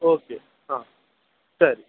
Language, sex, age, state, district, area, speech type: Kannada, male, 18-30, Karnataka, Shimoga, rural, conversation